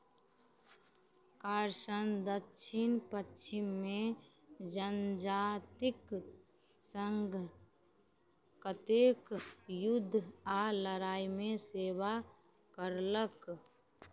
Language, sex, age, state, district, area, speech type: Maithili, female, 30-45, Bihar, Madhubani, rural, read